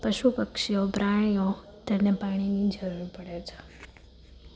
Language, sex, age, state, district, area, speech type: Gujarati, female, 18-30, Gujarat, Rajkot, urban, spontaneous